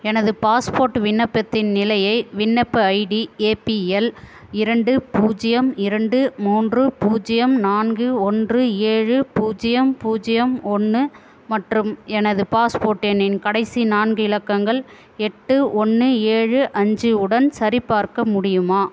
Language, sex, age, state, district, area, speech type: Tamil, female, 30-45, Tamil Nadu, Ranipet, urban, read